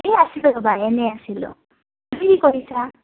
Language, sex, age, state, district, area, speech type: Assamese, female, 18-30, Assam, Udalguri, urban, conversation